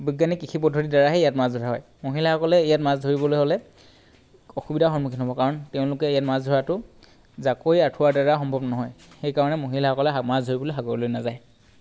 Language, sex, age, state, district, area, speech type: Assamese, male, 18-30, Assam, Tinsukia, urban, spontaneous